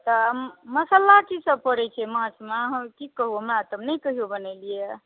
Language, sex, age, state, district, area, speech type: Maithili, female, 45-60, Bihar, Madhubani, rural, conversation